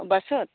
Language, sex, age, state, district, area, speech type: Assamese, female, 30-45, Assam, Goalpara, urban, conversation